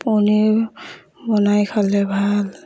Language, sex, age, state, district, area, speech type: Assamese, female, 30-45, Assam, Darrang, rural, spontaneous